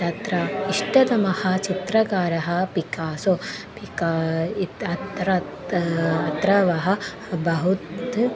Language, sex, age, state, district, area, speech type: Sanskrit, female, 18-30, Kerala, Malappuram, urban, spontaneous